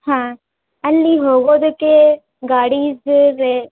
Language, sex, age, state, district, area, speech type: Kannada, female, 18-30, Karnataka, Gadag, rural, conversation